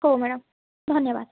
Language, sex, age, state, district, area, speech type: Odia, female, 18-30, Odisha, Kalahandi, rural, conversation